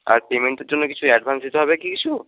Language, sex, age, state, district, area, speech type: Bengali, male, 60+, West Bengal, Jhargram, rural, conversation